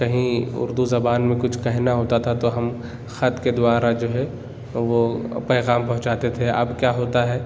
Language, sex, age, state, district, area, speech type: Urdu, male, 18-30, Uttar Pradesh, Lucknow, urban, spontaneous